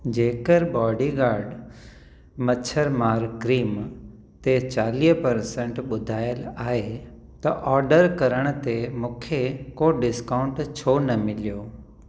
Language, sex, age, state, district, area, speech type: Sindhi, male, 30-45, Gujarat, Kutch, urban, read